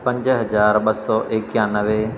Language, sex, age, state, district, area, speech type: Sindhi, male, 45-60, Madhya Pradesh, Katni, rural, spontaneous